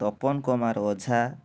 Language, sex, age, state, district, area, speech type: Odia, male, 30-45, Odisha, Cuttack, urban, spontaneous